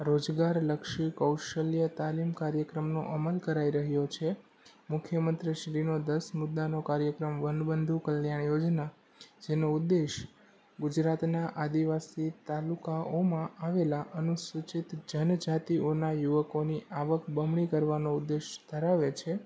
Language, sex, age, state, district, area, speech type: Gujarati, male, 18-30, Gujarat, Rajkot, urban, spontaneous